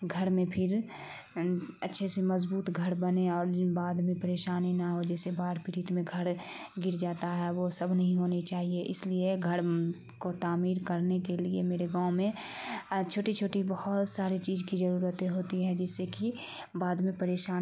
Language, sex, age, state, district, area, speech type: Urdu, female, 18-30, Bihar, Khagaria, rural, spontaneous